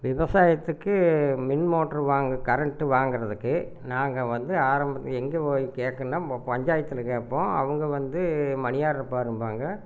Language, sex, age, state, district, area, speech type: Tamil, male, 60+, Tamil Nadu, Erode, rural, spontaneous